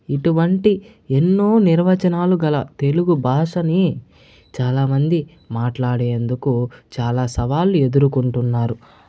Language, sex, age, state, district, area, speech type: Telugu, male, 45-60, Andhra Pradesh, Chittoor, urban, spontaneous